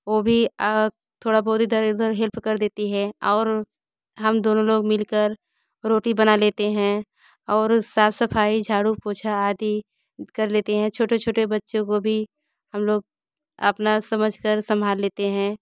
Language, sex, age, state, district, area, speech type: Hindi, female, 30-45, Uttar Pradesh, Bhadohi, rural, spontaneous